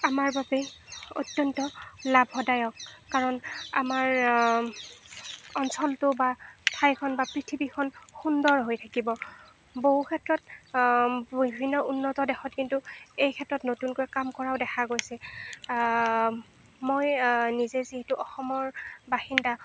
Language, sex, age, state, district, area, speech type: Assamese, female, 60+, Assam, Nagaon, rural, spontaneous